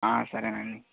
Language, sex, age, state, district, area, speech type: Telugu, male, 30-45, Andhra Pradesh, N T Rama Rao, urban, conversation